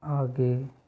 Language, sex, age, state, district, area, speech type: Hindi, male, 18-30, Rajasthan, Jodhpur, rural, read